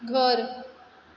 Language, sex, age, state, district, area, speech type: Marathi, female, 30-45, Maharashtra, Mumbai Suburban, urban, read